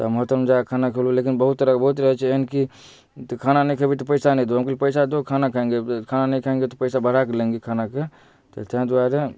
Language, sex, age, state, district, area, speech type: Maithili, male, 18-30, Bihar, Darbhanga, rural, spontaneous